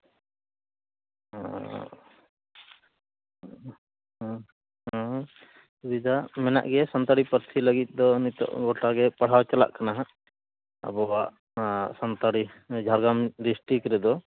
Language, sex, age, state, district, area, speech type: Santali, male, 30-45, West Bengal, Jhargram, rural, conversation